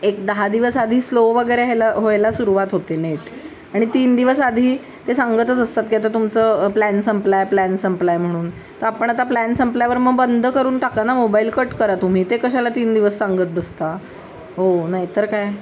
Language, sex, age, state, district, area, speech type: Marathi, female, 45-60, Maharashtra, Sangli, urban, spontaneous